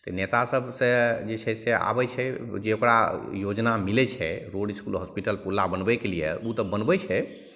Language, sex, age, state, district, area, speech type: Maithili, male, 45-60, Bihar, Madhepura, urban, spontaneous